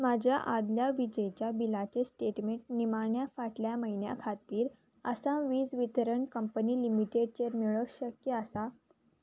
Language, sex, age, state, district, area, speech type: Goan Konkani, female, 18-30, Goa, Salcete, rural, read